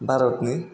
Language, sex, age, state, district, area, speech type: Bodo, male, 18-30, Assam, Chirang, rural, spontaneous